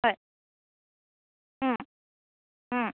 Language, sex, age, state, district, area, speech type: Assamese, female, 18-30, Assam, Dibrugarh, rural, conversation